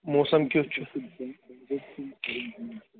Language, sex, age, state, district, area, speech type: Kashmiri, male, 30-45, Jammu and Kashmir, Srinagar, urban, conversation